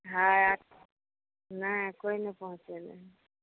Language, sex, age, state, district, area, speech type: Maithili, female, 60+, Bihar, Saharsa, rural, conversation